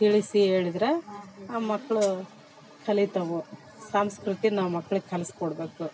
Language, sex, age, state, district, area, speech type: Kannada, female, 45-60, Karnataka, Vijayanagara, rural, spontaneous